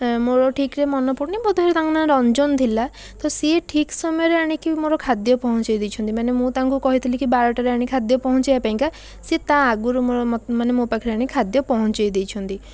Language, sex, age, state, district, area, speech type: Odia, female, 18-30, Odisha, Puri, urban, spontaneous